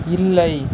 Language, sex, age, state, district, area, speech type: Tamil, male, 30-45, Tamil Nadu, Ariyalur, rural, read